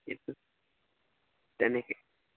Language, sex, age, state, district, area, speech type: Assamese, male, 18-30, Assam, Charaideo, rural, conversation